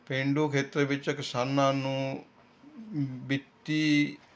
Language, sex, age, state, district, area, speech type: Punjabi, male, 60+, Punjab, Rupnagar, rural, spontaneous